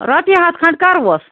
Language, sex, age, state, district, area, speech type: Kashmiri, female, 30-45, Jammu and Kashmir, Budgam, rural, conversation